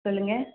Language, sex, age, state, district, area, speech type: Tamil, female, 18-30, Tamil Nadu, Vellore, urban, conversation